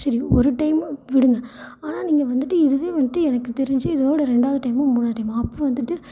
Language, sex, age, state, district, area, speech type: Tamil, female, 18-30, Tamil Nadu, Salem, rural, spontaneous